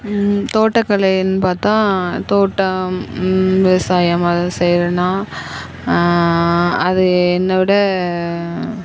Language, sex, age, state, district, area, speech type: Tamil, female, 30-45, Tamil Nadu, Dharmapuri, urban, spontaneous